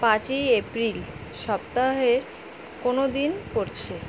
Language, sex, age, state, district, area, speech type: Bengali, female, 30-45, West Bengal, Alipurduar, rural, read